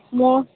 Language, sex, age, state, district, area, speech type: Odia, female, 45-60, Odisha, Sambalpur, rural, conversation